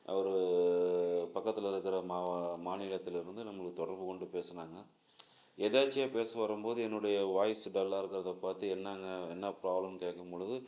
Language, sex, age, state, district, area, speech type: Tamil, male, 45-60, Tamil Nadu, Salem, urban, spontaneous